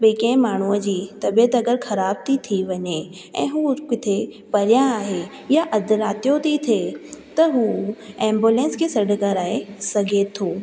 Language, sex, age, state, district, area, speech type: Sindhi, female, 18-30, Rajasthan, Ajmer, urban, spontaneous